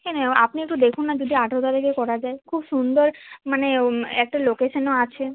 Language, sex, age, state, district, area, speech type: Bengali, female, 18-30, West Bengal, Uttar Dinajpur, rural, conversation